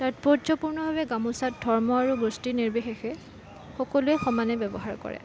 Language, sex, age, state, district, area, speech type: Assamese, female, 18-30, Assam, Kamrup Metropolitan, urban, spontaneous